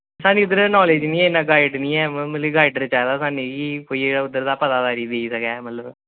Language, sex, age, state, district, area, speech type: Dogri, male, 30-45, Jammu and Kashmir, Samba, rural, conversation